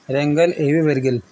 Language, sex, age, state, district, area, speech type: Urdu, male, 45-60, Uttar Pradesh, Muzaffarnagar, urban, spontaneous